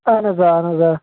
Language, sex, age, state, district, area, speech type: Kashmiri, male, 30-45, Jammu and Kashmir, Bandipora, rural, conversation